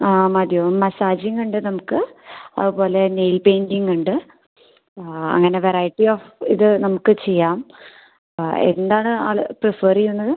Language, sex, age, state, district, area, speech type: Malayalam, female, 18-30, Kerala, Thrissur, rural, conversation